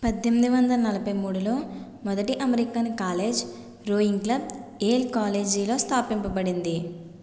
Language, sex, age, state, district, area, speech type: Telugu, female, 30-45, Andhra Pradesh, West Godavari, rural, read